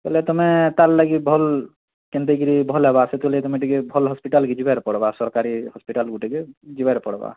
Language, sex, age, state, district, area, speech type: Odia, male, 18-30, Odisha, Bargarh, rural, conversation